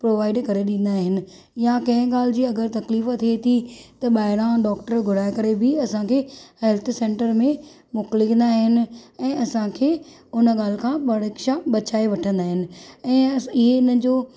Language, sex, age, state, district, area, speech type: Sindhi, female, 30-45, Maharashtra, Thane, urban, spontaneous